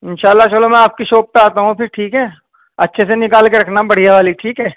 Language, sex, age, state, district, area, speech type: Urdu, male, 45-60, Uttar Pradesh, Muzaffarnagar, rural, conversation